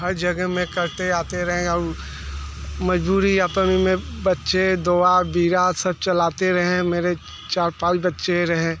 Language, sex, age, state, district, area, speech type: Hindi, male, 60+, Uttar Pradesh, Mirzapur, urban, spontaneous